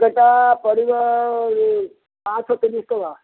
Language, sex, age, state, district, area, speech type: Odia, male, 60+, Odisha, Angul, rural, conversation